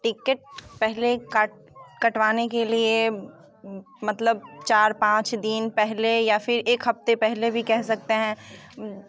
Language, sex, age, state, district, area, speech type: Hindi, female, 18-30, Bihar, Muzaffarpur, urban, spontaneous